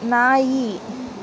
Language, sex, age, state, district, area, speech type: Kannada, female, 18-30, Karnataka, Chitradurga, urban, read